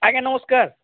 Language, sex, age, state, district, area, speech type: Odia, male, 45-60, Odisha, Nuapada, urban, conversation